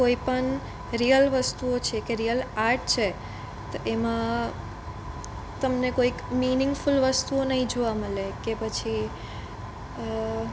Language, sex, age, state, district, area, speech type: Gujarati, female, 18-30, Gujarat, Surat, urban, spontaneous